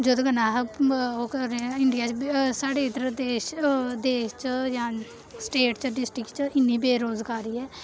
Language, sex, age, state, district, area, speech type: Dogri, female, 18-30, Jammu and Kashmir, Samba, rural, spontaneous